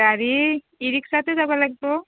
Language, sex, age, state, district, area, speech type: Assamese, female, 30-45, Assam, Nalbari, rural, conversation